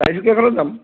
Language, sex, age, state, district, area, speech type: Assamese, male, 30-45, Assam, Nagaon, rural, conversation